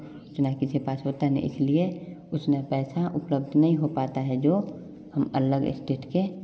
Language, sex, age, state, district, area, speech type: Hindi, male, 18-30, Bihar, Samastipur, rural, spontaneous